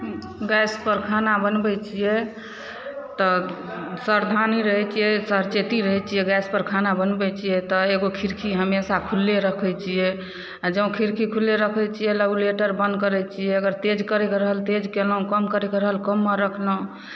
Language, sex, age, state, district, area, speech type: Maithili, female, 30-45, Bihar, Darbhanga, urban, spontaneous